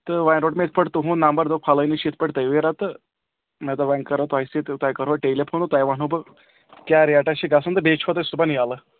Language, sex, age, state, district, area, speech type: Kashmiri, male, 18-30, Jammu and Kashmir, Kulgam, urban, conversation